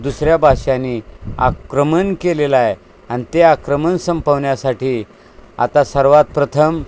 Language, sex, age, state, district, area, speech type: Marathi, male, 60+, Maharashtra, Osmanabad, rural, spontaneous